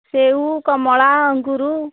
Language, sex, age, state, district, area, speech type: Odia, female, 30-45, Odisha, Nayagarh, rural, conversation